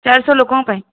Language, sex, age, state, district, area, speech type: Odia, female, 30-45, Odisha, Jajpur, rural, conversation